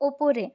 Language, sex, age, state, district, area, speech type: Bengali, female, 30-45, West Bengal, Purulia, urban, read